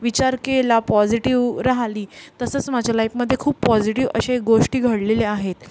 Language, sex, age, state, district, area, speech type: Marathi, female, 45-60, Maharashtra, Yavatmal, urban, spontaneous